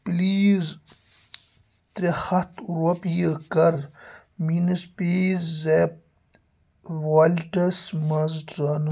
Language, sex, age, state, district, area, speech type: Kashmiri, male, 30-45, Jammu and Kashmir, Kupwara, rural, read